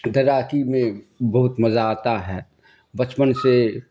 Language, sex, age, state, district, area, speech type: Urdu, male, 60+, Bihar, Darbhanga, rural, spontaneous